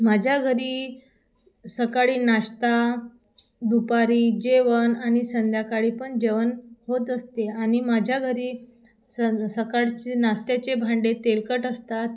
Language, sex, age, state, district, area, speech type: Marathi, female, 30-45, Maharashtra, Thane, urban, spontaneous